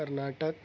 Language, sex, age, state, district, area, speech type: Urdu, male, 18-30, Maharashtra, Nashik, urban, spontaneous